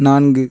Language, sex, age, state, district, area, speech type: Tamil, male, 30-45, Tamil Nadu, Thoothukudi, rural, read